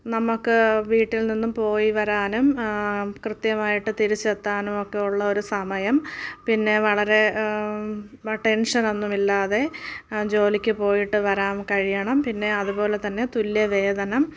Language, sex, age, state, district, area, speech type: Malayalam, female, 30-45, Kerala, Thiruvananthapuram, rural, spontaneous